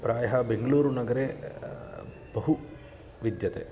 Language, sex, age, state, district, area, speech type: Sanskrit, male, 30-45, Karnataka, Bangalore Urban, urban, spontaneous